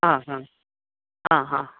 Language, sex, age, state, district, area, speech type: Sanskrit, male, 45-60, Karnataka, Bangalore Urban, urban, conversation